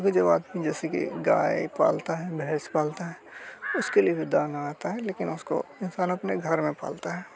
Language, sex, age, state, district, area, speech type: Hindi, male, 18-30, Bihar, Muzaffarpur, rural, spontaneous